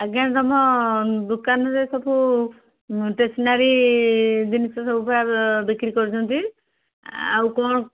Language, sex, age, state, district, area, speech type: Odia, female, 60+, Odisha, Jharsuguda, rural, conversation